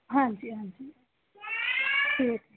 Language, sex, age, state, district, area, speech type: Punjabi, female, 30-45, Punjab, Mansa, urban, conversation